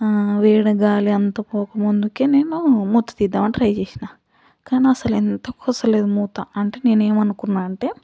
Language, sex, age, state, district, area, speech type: Telugu, female, 45-60, Telangana, Yadadri Bhuvanagiri, rural, spontaneous